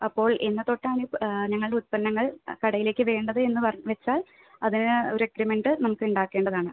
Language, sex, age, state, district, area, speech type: Malayalam, female, 18-30, Kerala, Thrissur, rural, conversation